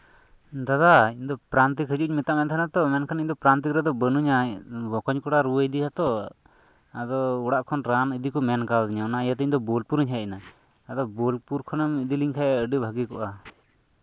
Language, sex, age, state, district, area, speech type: Santali, male, 30-45, West Bengal, Birbhum, rural, spontaneous